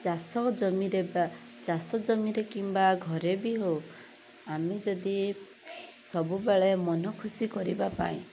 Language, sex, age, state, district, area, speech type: Odia, female, 45-60, Odisha, Rayagada, rural, spontaneous